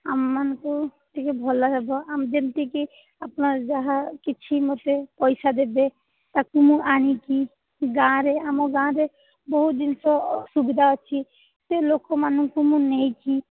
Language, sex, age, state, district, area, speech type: Odia, female, 45-60, Odisha, Sundergarh, rural, conversation